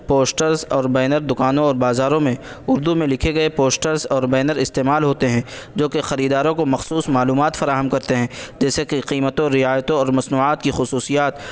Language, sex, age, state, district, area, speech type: Urdu, male, 18-30, Uttar Pradesh, Saharanpur, urban, spontaneous